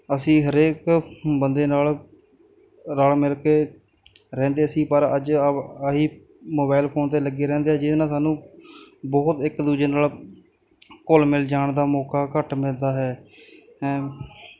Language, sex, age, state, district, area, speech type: Punjabi, male, 18-30, Punjab, Kapurthala, rural, spontaneous